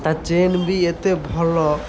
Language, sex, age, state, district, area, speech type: Odia, male, 30-45, Odisha, Malkangiri, urban, spontaneous